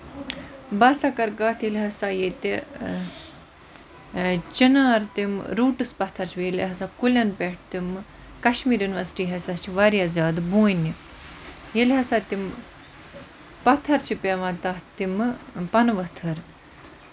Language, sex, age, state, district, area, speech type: Kashmiri, female, 30-45, Jammu and Kashmir, Budgam, rural, spontaneous